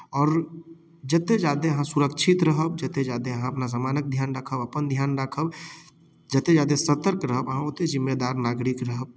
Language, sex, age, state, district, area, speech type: Maithili, male, 18-30, Bihar, Darbhanga, urban, spontaneous